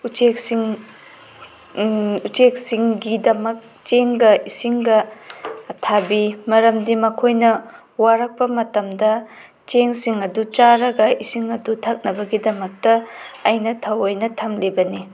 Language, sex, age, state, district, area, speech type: Manipuri, female, 30-45, Manipur, Tengnoupal, rural, spontaneous